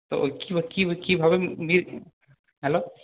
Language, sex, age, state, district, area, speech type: Bengali, male, 18-30, West Bengal, Purulia, urban, conversation